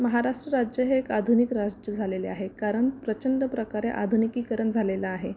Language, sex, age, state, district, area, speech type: Marathi, female, 45-60, Maharashtra, Amravati, urban, spontaneous